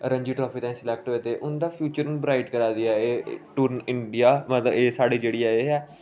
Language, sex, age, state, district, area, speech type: Dogri, male, 18-30, Jammu and Kashmir, Samba, rural, spontaneous